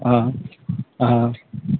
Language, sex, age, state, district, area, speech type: Maithili, male, 30-45, Bihar, Supaul, rural, conversation